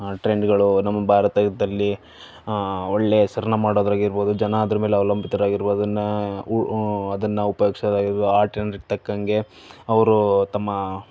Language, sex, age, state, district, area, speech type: Kannada, male, 18-30, Karnataka, Davanagere, rural, spontaneous